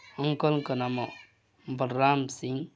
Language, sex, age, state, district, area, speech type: Odia, male, 45-60, Odisha, Nuapada, rural, spontaneous